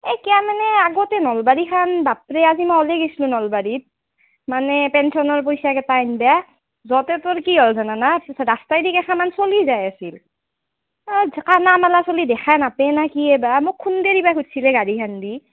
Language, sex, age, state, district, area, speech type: Assamese, female, 18-30, Assam, Nalbari, rural, conversation